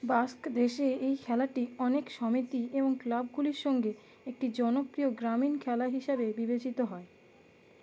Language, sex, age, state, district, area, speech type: Bengali, female, 18-30, West Bengal, Birbhum, urban, read